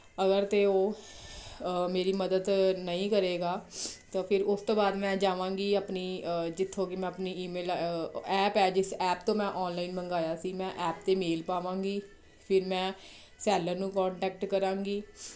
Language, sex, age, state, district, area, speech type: Punjabi, female, 30-45, Punjab, Jalandhar, urban, spontaneous